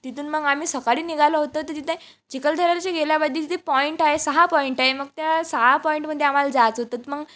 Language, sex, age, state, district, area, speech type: Marathi, female, 18-30, Maharashtra, Wardha, rural, spontaneous